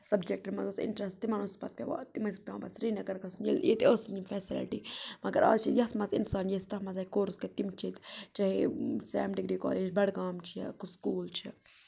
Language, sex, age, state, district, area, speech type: Kashmiri, female, 30-45, Jammu and Kashmir, Budgam, rural, spontaneous